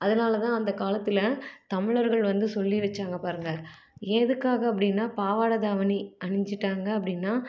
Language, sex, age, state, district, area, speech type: Tamil, female, 30-45, Tamil Nadu, Salem, urban, spontaneous